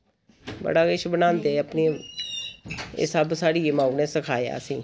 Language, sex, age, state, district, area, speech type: Dogri, female, 45-60, Jammu and Kashmir, Samba, rural, spontaneous